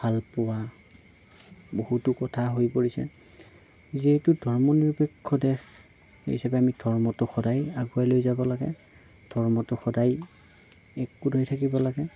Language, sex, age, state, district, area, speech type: Assamese, male, 30-45, Assam, Darrang, rural, spontaneous